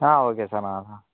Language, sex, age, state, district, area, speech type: Tamil, male, 18-30, Tamil Nadu, Pudukkottai, rural, conversation